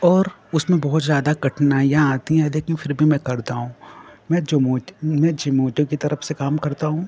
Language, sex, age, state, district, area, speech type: Hindi, male, 18-30, Uttar Pradesh, Ghazipur, rural, spontaneous